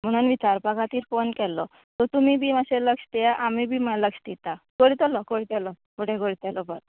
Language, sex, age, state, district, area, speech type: Goan Konkani, female, 30-45, Goa, Canacona, rural, conversation